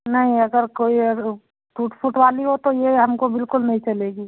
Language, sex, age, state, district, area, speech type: Hindi, female, 30-45, Madhya Pradesh, Betul, rural, conversation